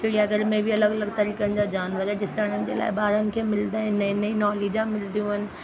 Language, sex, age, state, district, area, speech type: Sindhi, female, 30-45, Delhi, South Delhi, urban, spontaneous